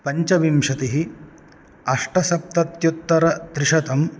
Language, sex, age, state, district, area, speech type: Sanskrit, male, 30-45, Karnataka, Udupi, urban, spontaneous